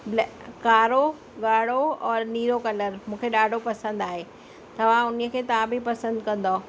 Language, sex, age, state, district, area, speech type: Sindhi, female, 45-60, Delhi, South Delhi, urban, spontaneous